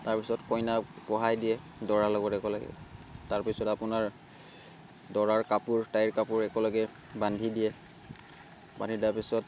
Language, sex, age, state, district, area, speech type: Assamese, male, 30-45, Assam, Barpeta, rural, spontaneous